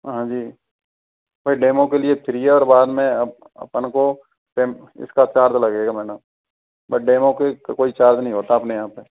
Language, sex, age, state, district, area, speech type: Hindi, male, 18-30, Rajasthan, Karauli, rural, conversation